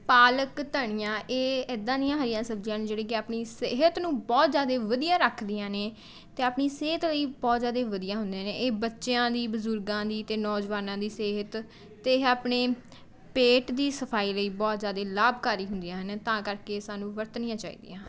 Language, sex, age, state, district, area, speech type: Punjabi, female, 18-30, Punjab, Mohali, rural, spontaneous